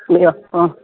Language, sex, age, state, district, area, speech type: Malayalam, female, 60+, Kerala, Idukki, rural, conversation